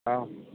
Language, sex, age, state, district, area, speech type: Bodo, male, 45-60, Assam, Kokrajhar, urban, conversation